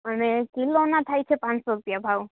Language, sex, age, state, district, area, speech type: Gujarati, female, 18-30, Gujarat, Rajkot, urban, conversation